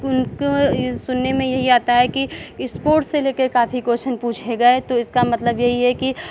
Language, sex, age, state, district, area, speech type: Hindi, female, 30-45, Uttar Pradesh, Lucknow, rural, spontaneous